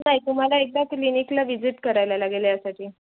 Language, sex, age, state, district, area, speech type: Marathi, female, 18-30, Maharashtra, Raigad, rural, conversation